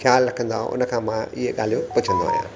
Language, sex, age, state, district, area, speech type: Sindhi, male, 60+, Gujarat, Kutch, urban, spontaneous